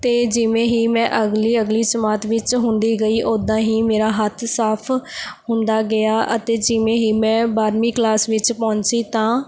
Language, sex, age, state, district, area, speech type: Punjabi, female, 18-30, Punjab, Mohali, rural, spontaneous